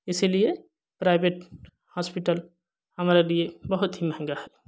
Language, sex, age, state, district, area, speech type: Hindi, male, 30-45, Uttar Pradesh, Jaunpur, rural, spontaneous